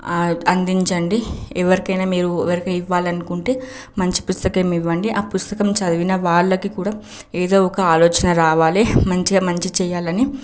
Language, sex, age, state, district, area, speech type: Telugu, female, 18-30, Telangana, Nalgonda, urban, spontaneous